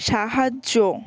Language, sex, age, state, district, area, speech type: Bengali, female, 18-30, West Bengal, Jalpaiguri, rural, read